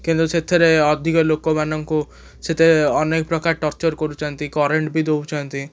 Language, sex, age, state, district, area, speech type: Odia, male, 18-30, Odisha, Cuttack, urban, spontaneous